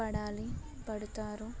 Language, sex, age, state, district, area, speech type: Telugu, female, 18-30, Telangana, Mulugu, rural, spontaneous